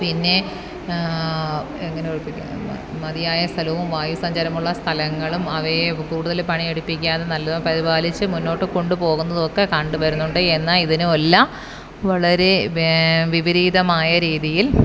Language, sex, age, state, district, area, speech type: Malayalam, female, 30-45, Kerala, Kollam, rural, spontaneous